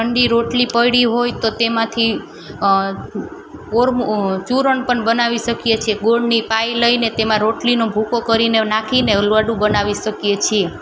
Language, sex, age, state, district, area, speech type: Gujarati, female, 30-45, Gujarat, Junagadh, urban, spontaneous